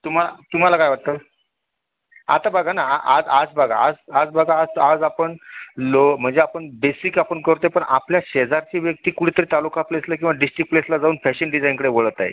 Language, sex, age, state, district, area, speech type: Marathi, male, 30-45, Maharashtra, Yavatmal, rural, conversation